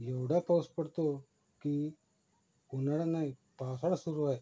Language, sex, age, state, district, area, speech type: Marathi, male, 45-60, Maharashtra, Yavatmal, rural, spontaneous